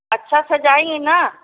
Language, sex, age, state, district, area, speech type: Hindi, female, 60+, Uttar Pradesh, Varanasi, rural, conversation